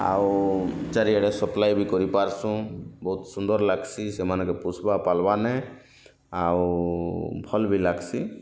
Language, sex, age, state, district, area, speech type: Odia, male, 30-45, Odisha, Kalahandi, rural, spontaneous